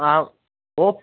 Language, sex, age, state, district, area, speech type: Tamil, male, 18-30, Tamil Nadu, Nilgiris, urban, conversation